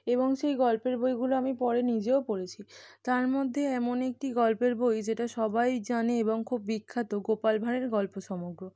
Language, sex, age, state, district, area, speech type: Bengali, female, 18-30, West Bengal, North 24 Parganas, urban, spontaneous